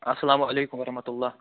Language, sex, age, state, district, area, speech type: Kashmiri, male, 30-45, Jammu and Kashmir, Anantnag, rural, conversation